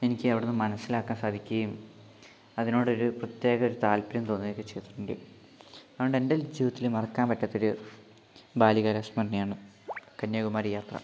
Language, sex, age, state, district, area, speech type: Malayalam, male, 18-30, Kerala, Wayanad, rural, spontaneous